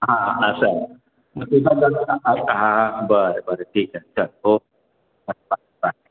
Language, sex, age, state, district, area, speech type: Marathi, male, 60+, Maharashtra, Mumbai Suburban, urban, conversation